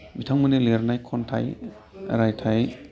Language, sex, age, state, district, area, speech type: Bodo, male, 30-45, Assam, Udalguri, urban, spontaneous